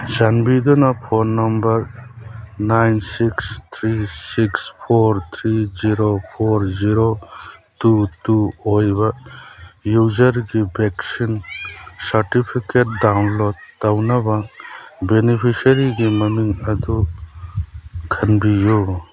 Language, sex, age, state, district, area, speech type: Manipuri, male, 45-60, Manipur, Churachandpur, rural, read